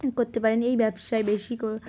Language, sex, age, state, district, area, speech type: Bengali, female, 18-30, West Bengal, Darjeeling, urban, spontaneous